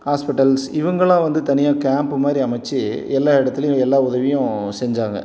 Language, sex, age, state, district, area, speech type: Tamil, male, 30-45, Tamil Nadu, Salem, rural, spontaneous